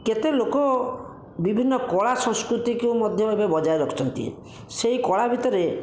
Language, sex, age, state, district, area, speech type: Odia, male, 30-45, Odisha, Bhadrak, rural, spontaneous